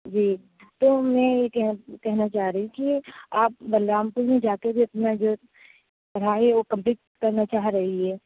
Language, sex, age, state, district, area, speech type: Urdu, female, 18-30, Uttar Pradesh, Aligarh, urban, conversation